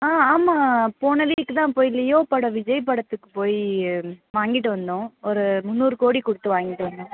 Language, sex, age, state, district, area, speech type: Tamil, female, 18-30, Tamil Nadu, Madurai, urban, conversation